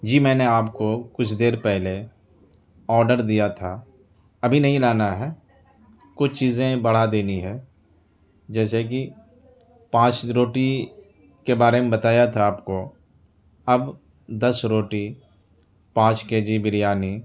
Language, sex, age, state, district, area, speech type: Urdu, male, 30-45, Delhi, South Delhi, rural, spontaneous